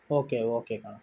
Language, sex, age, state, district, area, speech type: Kannada, male, 18-30, Karnataka, Shimoga, urban, spontaneous